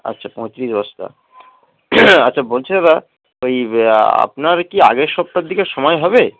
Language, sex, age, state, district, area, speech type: Bengali, male, 45-60, West Bengal, Dakshin Dinajpur, rural, conversation